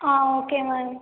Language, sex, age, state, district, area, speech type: Tamil, female, 18-30, Tamil Nadu, Cuddalore, rural, conversation